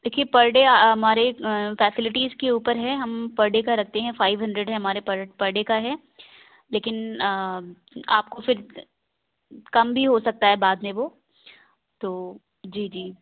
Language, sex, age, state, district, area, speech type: Urdu, female, 30-45, Delhi, South Delhi, urban, conversation